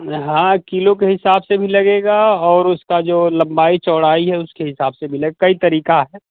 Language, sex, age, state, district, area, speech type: Hindi, male, 45-60, Uttar Pradesh, Mau, urban, conversation